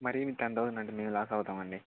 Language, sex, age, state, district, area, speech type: Telugu, male, 18-30, Andhra Pradesh, Annamaya, rural, conversation